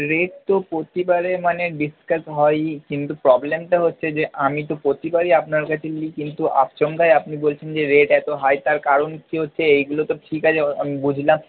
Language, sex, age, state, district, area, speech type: Bengali, male, 30-45, West Bengal, Purba Bardhaman, urban, conversation